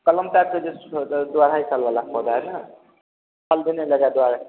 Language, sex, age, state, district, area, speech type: Hindi, male, 30-45, Bihar, Vaishali, rural, conversation